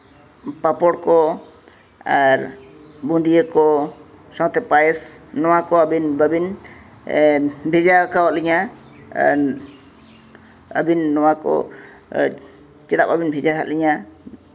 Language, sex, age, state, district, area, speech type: Santali, male, 30-45, Jharkhand, East Singhbhum, rural, spontaneous